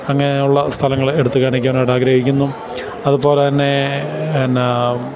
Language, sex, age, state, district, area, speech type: Malayalam, male, 45-60, Kerala, Kottayam, urban, spontaneous